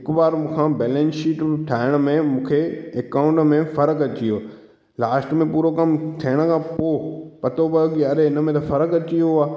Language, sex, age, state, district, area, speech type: Sindhi, male, 18-30, Madhya Pradesh, Katni, urban, spontaneous